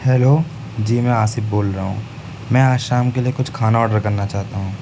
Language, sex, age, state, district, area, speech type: Urdu, male, 18-30, Uttar Pradesh, Siddharthnagar, rural, spontaneous